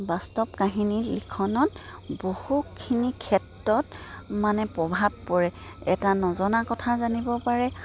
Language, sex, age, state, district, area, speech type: Assamese, female, 45-60, Assam, Dibrugarh, rural, spontaneous